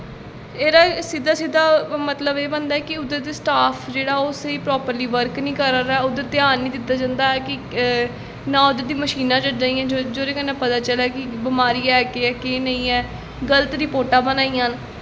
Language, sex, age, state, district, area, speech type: Dogri, female, 18-30, Jammu and Kashmir, Jammu, rural, spontaneous